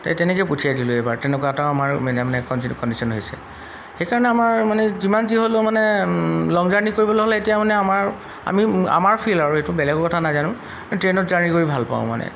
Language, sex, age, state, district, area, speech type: Assamese, male, 45-60, Assam, Golaghat, urban, spontaneous